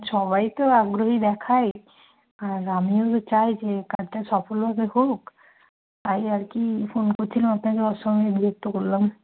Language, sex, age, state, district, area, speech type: Bengali, female, 30-45, West Bengal, Nadia, rural, conversation